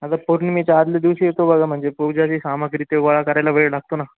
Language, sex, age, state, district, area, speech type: Marathi, male, 18-30, Maharashtra, Jalna, urban, conversation